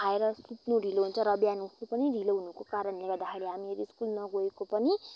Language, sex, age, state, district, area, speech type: Nepali, female, 18-30, West Bengal, Kalimpong, rural, spontaneous